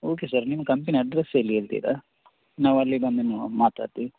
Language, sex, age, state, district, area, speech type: Kannada, male, 18-30, Karnataka, Dakshina Kannada, rural, conversation